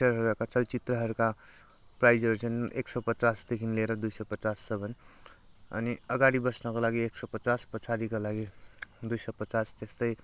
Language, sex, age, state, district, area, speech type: Nepali, male, 18-30, West Bengal, Kalimpong, rural, spontaneous